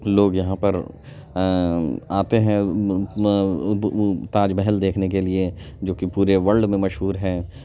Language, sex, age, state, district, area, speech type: Urdu, male, 30-45, Uttar Pradesh, Lucknow, urban, spontaneous